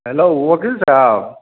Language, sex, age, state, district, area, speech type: Maithili, male, 30-45, Bihar, Darbhanga, urban, conversation